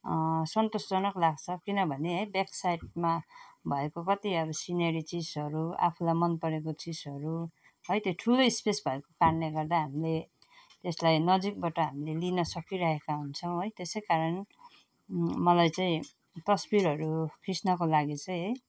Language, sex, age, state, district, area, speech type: Nepali, female, 45-60, West Bengal, Jalpaiguri, rural, spontaneous